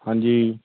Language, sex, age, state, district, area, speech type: Punjabi, male, 60+, Punjab, Fazilka, rural, conversation